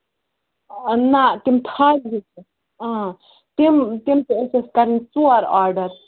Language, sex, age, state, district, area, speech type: Kashmiri, female, 30-45, Jammu and Kashmir, Ganderbal, rural, conversation